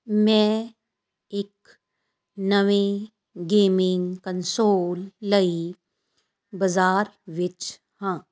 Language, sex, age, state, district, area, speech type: Punjabi, female, 45-60, Punjab, Fazilka, rural, read